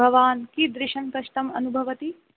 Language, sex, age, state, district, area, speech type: Sanskrit, female, 18-30, Rajasthan, Jaipur, urban, conversation